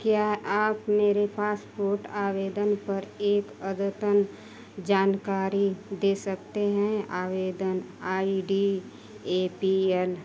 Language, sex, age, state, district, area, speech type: Hindi, female, 30-45, Uttar Pradesh, Mau, rural, read